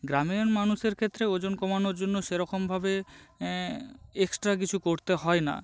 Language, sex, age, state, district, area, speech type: Bengali, male, 18-30, West Bengal, North 24 Parganas, rural, spontaneous